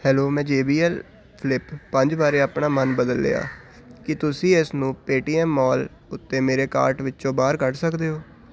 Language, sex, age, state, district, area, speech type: Punjabi, male, 18-30, Punjab, Hoshiarpur, urban, read